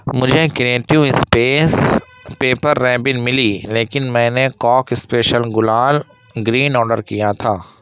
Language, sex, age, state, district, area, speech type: Urdu, male, 60+, Uttar Pradesh, Lucknow, urban, read